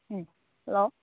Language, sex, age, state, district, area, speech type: Manipuri, female, 18-30, Manipur, Chandel, rural, conversation